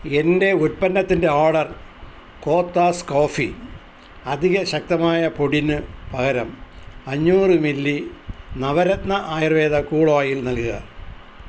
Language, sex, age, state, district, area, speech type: Malayalam, male, 60+, Kerala, Thiruvananthapuram, urban, read